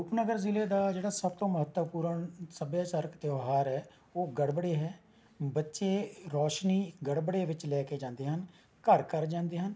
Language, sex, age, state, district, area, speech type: Punjabi, male, 45-60, Punjab, Rupnagar, rural, spontaneous